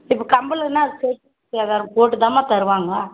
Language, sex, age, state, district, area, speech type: Tamil, female, 30-45, Tamil Nadu, Tirupattur, rural, conversation